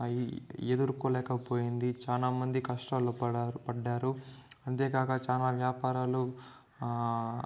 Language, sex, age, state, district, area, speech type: Telugu, male, 45-60, Andhra Pradesh, Chittoor, urban, spontaneous